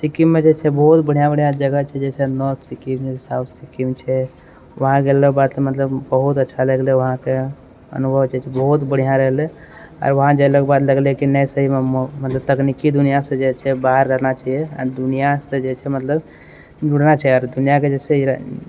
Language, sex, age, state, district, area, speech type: Maithili, male, 18-30, Bihar, Purnia, urban, spontaneous